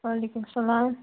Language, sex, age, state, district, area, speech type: Kashmiri, female, 18-30, Jammu and Kashmir, Budgam, rural, conversation